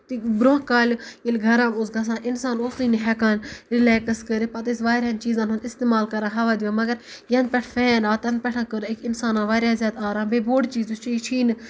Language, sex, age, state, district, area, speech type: Kashmiri, female, 18-30, Jammu and Kashmir, Ganderbal, rural, spontaneous